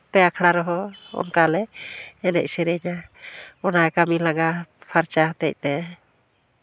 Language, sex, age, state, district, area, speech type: Santali, female, 30-45, West Bengal, Jhargram, rural, spontaneous